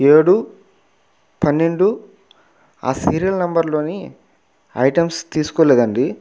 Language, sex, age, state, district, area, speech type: Telugu, male, 30-45, Andhra Pradesh, Nellore, rural, spontaneous